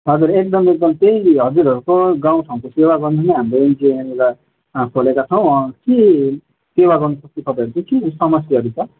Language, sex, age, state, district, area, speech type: Nepali, male, 18-30, West Bengal, Darjeeling, rural, conversation